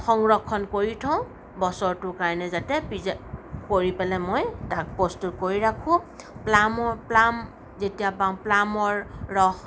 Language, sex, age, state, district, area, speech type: Assamese, female, 45-60, Assam, Sonitpur, urban, spontaneous